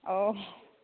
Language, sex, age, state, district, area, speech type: Bodo, female, 18-30, Assam, Baksa, rural, conversation